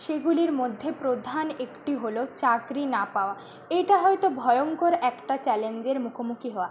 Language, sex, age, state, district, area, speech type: Bengali, female, 18-30, West Bengal, Jhargram, rural, spontaneous